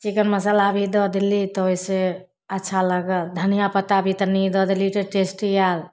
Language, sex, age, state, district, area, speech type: Maithili, female, 30-45, Bihar, Samastipur, rural, spontaneous